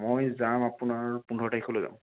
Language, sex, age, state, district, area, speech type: Assamese, male, 45-60, Assam, Morigaon, rural, conversation